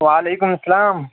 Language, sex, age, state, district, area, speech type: Kashmiri, male, 18-30, Jammu and Kashmir, Srinagar, urban, conversation